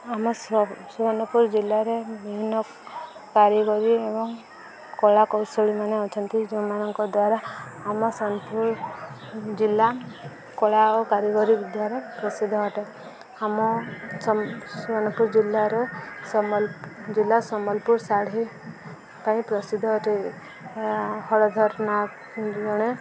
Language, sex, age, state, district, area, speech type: Odia, female, 18-30, Odisha, Subarnapur, urban, spontaneous